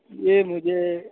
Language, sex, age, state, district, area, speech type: Urdu, male, 18-30, Uttar Pradesh, Muzaffarnagar, urban, conversation